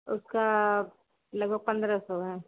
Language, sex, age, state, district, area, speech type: Hindi, female, 45-60, Uttar Pradesh, Azamgarh, urban, conversation